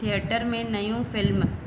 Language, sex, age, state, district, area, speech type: Sindhi, female, 18-30, Madhya Pradesh, Katni, rural, read